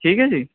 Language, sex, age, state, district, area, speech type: Urdu, male, 60+, Uttar Pradesh, Shahjahanpur, rural, conversation